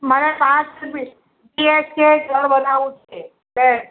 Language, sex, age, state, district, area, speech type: Gujarati, female, 60+, Gujarat, Kheda, rural, conversation